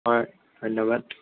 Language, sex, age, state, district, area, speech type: Assamese, male, 18-30, Assam, Lakhimpur, rural, conversation